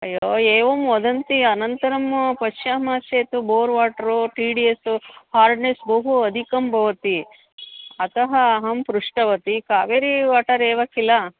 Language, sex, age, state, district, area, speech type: Sanskrit, female, 45-60, Karnataka, Bangalore Urban, urban, conversation